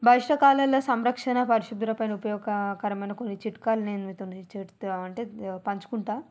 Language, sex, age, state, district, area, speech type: Telugu, female, 45-60, Telangana, Hyderabad, rural, spontaneous